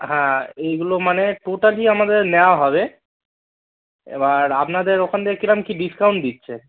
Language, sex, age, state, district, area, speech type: Bengali, male, 18-30, West Bengal, Darjeeling, rural, conversation